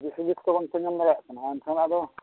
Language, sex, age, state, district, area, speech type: Santali, male, 45-60, Odisha, Mayurbhanj, rural, conversation